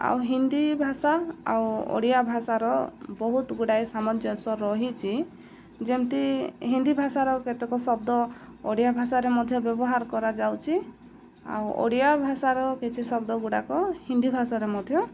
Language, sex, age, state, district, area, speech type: Odia, female, 30-45, Odisha, Koraput, urban, spontaneous